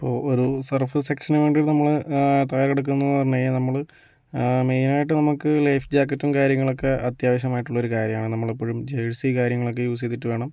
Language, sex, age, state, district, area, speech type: Malayalam, male, 18-30, Kerala, Kozhikode, urban, spontaneous